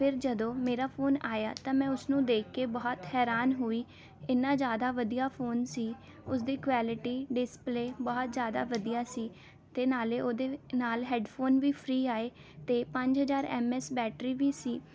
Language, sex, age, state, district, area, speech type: Punjabi, female, 18-30, Punjab, Rupnagar, urban, spontaneous